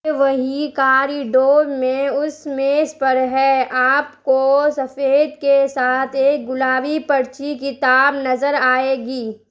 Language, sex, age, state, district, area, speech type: Urdu, female, 30-45, Bihar, Darbhanga, rural, read